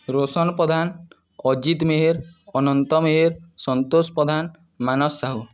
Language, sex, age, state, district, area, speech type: Odia, male, 18-30, Odisha, Nuapada, urban, spontaneous